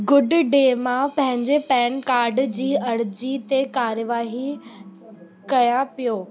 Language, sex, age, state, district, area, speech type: Sindhi, female, 18-30, Rajasthan, Ajmer, urban, read